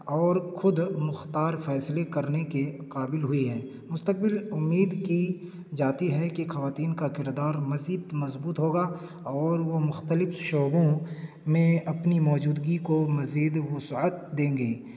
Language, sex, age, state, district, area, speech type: Urdu, male, 18-30, Uttar Pradesh, Balrampur, rural, spontaneous